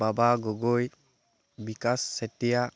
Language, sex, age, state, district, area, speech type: Assamese, male, 18-30, Assam, Dibrugarh, rural, spontaneous